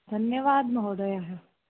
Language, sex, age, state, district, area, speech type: Sanskrit, female, 18-30, Rajasthan, Jaipur, urban, conversation